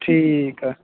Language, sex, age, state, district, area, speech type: Punjabi, male, 18-30, Punjab, Bathinda, rural, conversation